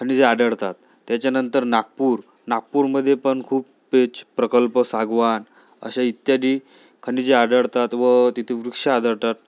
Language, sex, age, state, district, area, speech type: Marathi, male, 18-30, Maharashtra, Amravati, urban, spontaneous